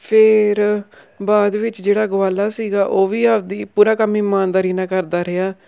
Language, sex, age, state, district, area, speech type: Punjabi, male, 18-30, Punjab, Tarn Taran, rural, spontaneous